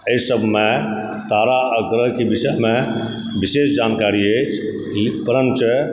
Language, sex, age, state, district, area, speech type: Maithili, male, 45-60, Bihar, Supaul, rural, spontaneous